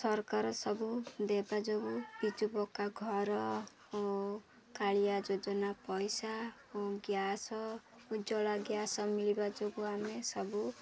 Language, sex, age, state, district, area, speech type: Odia, female, 30-45, Odisha, Ganjam, urban, spontaneous